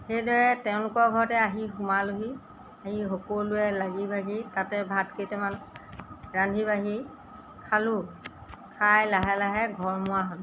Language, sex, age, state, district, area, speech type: Assamese, female, 60+, Assam, Golaghat, rural, spontaneous